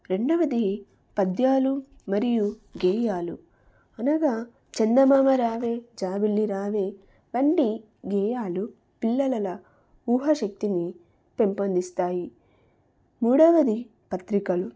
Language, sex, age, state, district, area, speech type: Telugu, female, 18-30, Telangana, Wanaparthy, urban, spontaneous